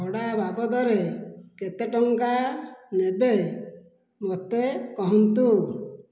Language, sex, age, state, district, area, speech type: Odia, male, 60+, Odisha, Dhenkanal, rural, spontaneous